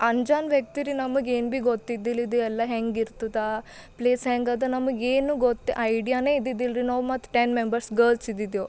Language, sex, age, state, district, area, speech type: Kannada, female, 18-30, Karnataka, Bidar, urban, spontaneous